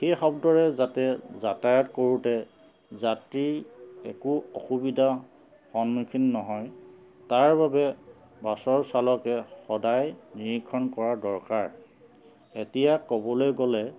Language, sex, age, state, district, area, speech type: Assamese, male, 45-60, Assam, Charaideo, urban, spontaneous